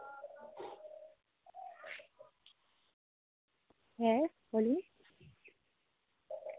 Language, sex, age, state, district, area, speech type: Bengali, female, 18-30, West Bengal, Jalpaiguri, rural, conversation